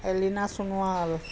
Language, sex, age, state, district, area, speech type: Assamese, female, 60+, Assam, Dhemaji, rural, spontaneous